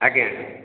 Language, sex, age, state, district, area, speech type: Odia, male, 45-60, Odisha, Khordha, rural, conversation